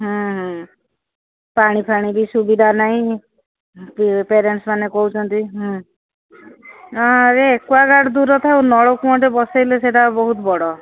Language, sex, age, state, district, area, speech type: Odia, female, 60+, Odisha, Gajapati, rural, conversation